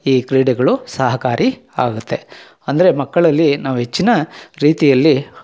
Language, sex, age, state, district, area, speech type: Kannada, male, 45-60, Karnataka, Chikkamagaluru, rural, spontaneous